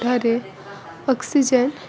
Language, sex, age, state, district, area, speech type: Odia, female, 18-30, Odisha, Rayagada, rural, spontaneous